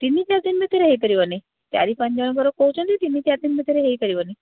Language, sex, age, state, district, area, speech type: Odia, female, 30-45, Odisha, Cuttack, urban, conversation